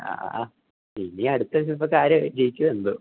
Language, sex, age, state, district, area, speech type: Malayalam, male, 18-30, Kerala, Idukki, rural, conversation